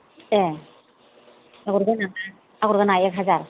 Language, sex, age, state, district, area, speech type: Bodo, female, 45-60, Assam, Kokrajhar, urban, conversation